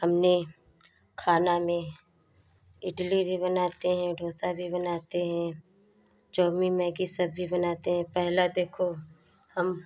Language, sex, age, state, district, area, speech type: Hindi, female, 18-30, Uttar Pradesh, Prayagraj, rural, spontaneous